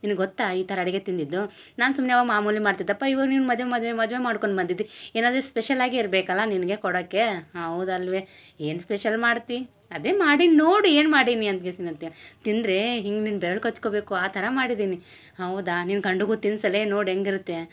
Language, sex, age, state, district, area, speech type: Kannada, female, 30-45, Karnataka, Gulbarga, urban, spontaneous